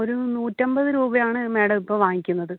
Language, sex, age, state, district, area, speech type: Malayalam, female, 18-30, Kerala, Kannur, rural, conversation